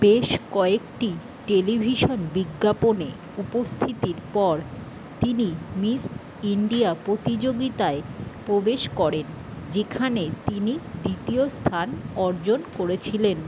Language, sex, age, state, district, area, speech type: Bengali, female, 60+, West Bengal, Jhargram, rural, read